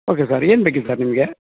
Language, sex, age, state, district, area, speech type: Kannada, male, 30-45, Karnataka, Udupi, rural, conversation